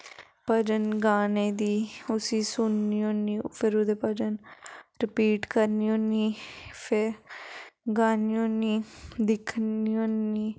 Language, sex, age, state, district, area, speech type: Dogri, female, 18-30, Jammu and Kashmir, Samba, urban, spontaneous